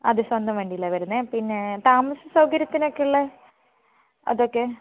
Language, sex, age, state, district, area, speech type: Malayalam, female, 18-30, Kerala, Wayanad, rural, conversation